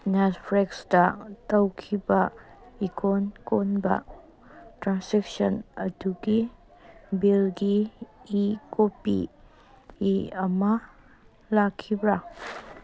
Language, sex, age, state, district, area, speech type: Manipuri, female, 18-30, Manipur, Kangpokpi, urban, read